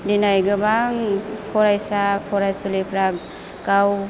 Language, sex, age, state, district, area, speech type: Bodo, female, 18-30, Assam, Chirang, urban, spontaneous